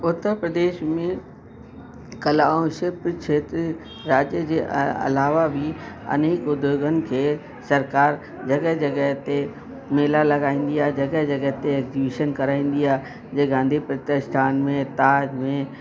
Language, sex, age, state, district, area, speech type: Sindhi, female, 60+, Uttar Pradesh, Lucknow, urban, spontaneous